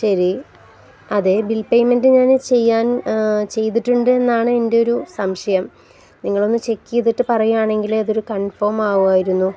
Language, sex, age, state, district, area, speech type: Malayalam, female, 18-30, Kerala, Palakkad, rural, spontaneous